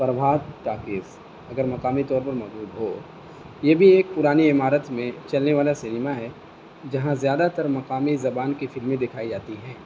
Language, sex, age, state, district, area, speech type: Urdu, male, 30-45, Uttar Pradesh, Azamgarh, rural, spontaneous